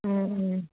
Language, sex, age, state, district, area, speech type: Assamese, female, 30-45, Assam, Udalguri, rural, conversation